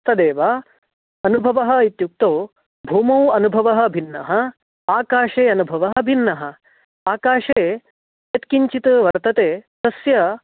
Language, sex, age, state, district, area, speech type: Sanskrit, male, 18-30, Karnataka, Dakshina Kannada, urban, conversation